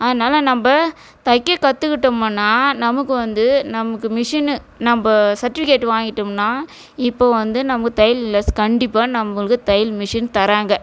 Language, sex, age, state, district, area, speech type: Tamil, female, 45-60, Tamil Nadu, Tiruvannamalai, rural, spontaneous